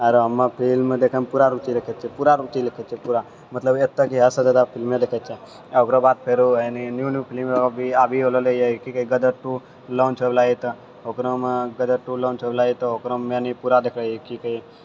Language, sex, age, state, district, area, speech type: Maithili, male, 60+, Bihar, Purnia, rural, spontaneous